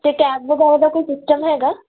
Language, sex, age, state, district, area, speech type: Punjabi, female, 18-30, Punjab, Tarn Taran, rural, conversation